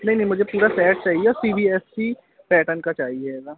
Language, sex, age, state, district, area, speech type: Hindi, male, 18-30, Madhya Pradesh, Jabalpur, urban, conversation